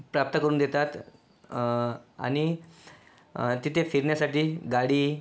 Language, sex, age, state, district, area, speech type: Marathi, male, 18-30, Maharashtra, Yavatmal, urban, spontaneous